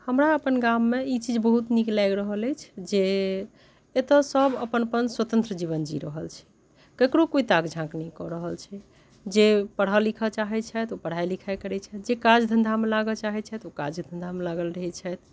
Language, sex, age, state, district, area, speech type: Maithili, other, 60+, Bihar, Madhubani, urban, spontaneous